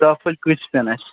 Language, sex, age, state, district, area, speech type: Kashmiri, male, 45-60, Jammu and Kashmir, Srinagar, urban, conversation